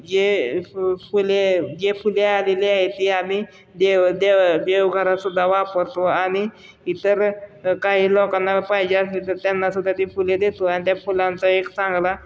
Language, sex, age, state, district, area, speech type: Marathi, male, 18-30, Maharashtra, Osmanabad, rural, spontaneous